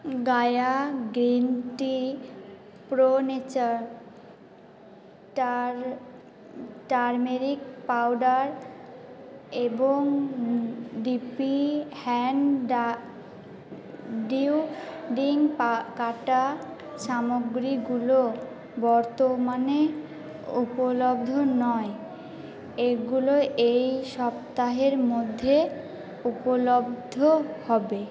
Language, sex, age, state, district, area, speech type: Bengali, female, 60+, West Bengal, Purba Bardhaman, urban, read